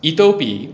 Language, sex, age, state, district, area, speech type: Sanskrit, male, 45-60, West Bengal, Hooghly, rural, spontaneous